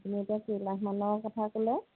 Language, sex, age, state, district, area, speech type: Assamese, female, 45-60, Assam, Majuli, rural, conversation